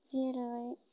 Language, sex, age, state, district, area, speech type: Bodo, female, 18-30, Assam, Baksa, rural, spontaneous